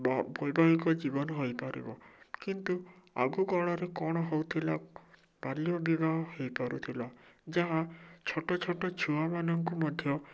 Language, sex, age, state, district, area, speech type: Odia, male, 18-30, Odisha, Bhadrak, rural, spontaneous